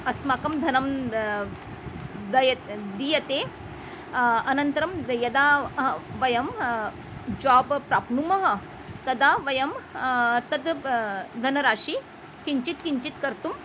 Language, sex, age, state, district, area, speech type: Sanskrit, female, 45-60, Maharashtra, Nagpur, urban, spontaneous